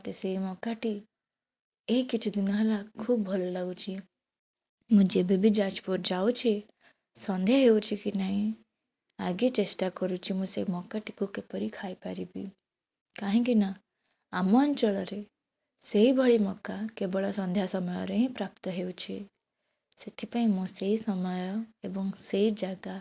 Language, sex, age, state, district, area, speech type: Odia, female, 18-30, Odisha, Bhadrak, rural, spontaneous